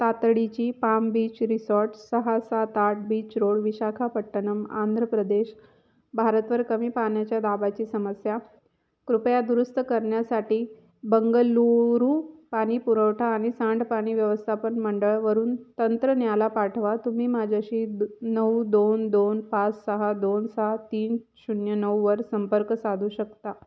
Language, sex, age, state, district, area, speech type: Marathi, female, 30-45, Maharashtra, Nashik, urban, read